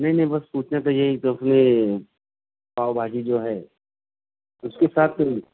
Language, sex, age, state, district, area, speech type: Urdu, male, 30-45, Maharashtra, Nashik, urban, conversation